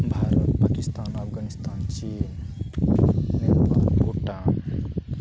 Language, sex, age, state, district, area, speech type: Santali, male, 30-45, Jharkhand, East Singhbhum, rural, spontaneous